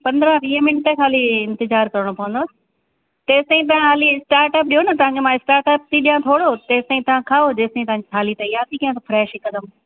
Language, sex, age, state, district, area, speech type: Sindhi, female, 60+, Rajasthan, Ajmer, urban, conversation